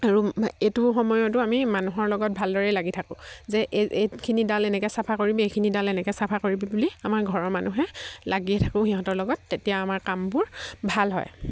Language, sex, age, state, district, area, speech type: Assamese, female, 18-30, Assam, Sivasagar, rural, spontaneous